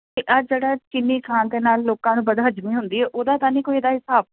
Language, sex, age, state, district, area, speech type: Punjabi, female, 30-45, Punjab, Jalandhar, urban, conversation